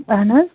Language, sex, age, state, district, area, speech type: Kashmiri, female, 30-45, Jammu and Kashmir, Bandipora, rural, conversation